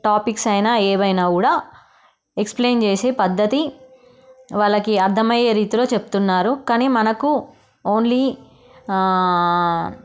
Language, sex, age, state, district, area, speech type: Telugu, female, 30-45, Telangana, Peddapalli, rural, spontaneous